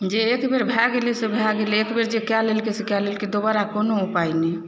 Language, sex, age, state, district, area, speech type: Maithili, female, 30-45, Bihar, Darbhanga, urban, spontaneous